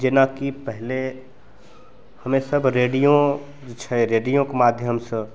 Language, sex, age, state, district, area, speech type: Maithili, male, 30-45, Bihar, Begusarai, urban, spontaneous